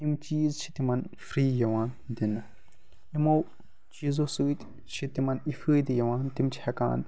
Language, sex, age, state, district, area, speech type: Kashmiri, male, 18-30, Jammu and Kashmir, Baramulla, rural, spontaneous